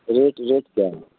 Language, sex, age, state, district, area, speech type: Hindi, male, 60+, Uttar Pradesh, Ayodhya, rural, conversation